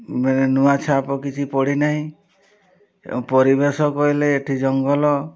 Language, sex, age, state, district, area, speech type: Odia, male, 60+, Odisha, Mayurbhanj, rural, spontaneous